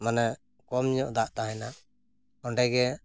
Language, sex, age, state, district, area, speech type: Santali, male, 30-45, West Bengal, Purulia, rural, spontaneous